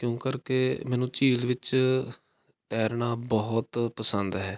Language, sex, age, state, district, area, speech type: Punjabi, male, 18-30, Punjab, Fatehgarh Sahib, rural, spontaneous